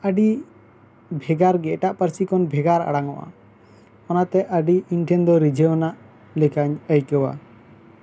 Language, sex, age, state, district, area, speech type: Santali, male, 18-30, West Bengal, Bankura, rural, spontaneous